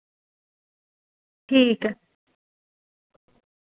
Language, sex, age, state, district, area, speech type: Dogri, female, 18-30, Jammu and Kashmir, Reasi, rural, conversation